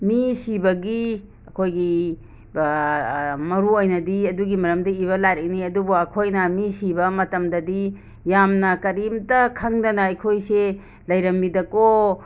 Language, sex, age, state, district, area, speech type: Manipuri, female, 60+, Manipur, Imphal West, rural, spontaneous